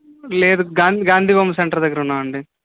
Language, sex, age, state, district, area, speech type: Telugu, male, 18-30, Andhra Pradesh, N T Rama Rao, urban, conversation